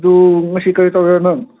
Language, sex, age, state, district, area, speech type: Manipuri, male, 18-30, Manipur, Senapati, rural, conversation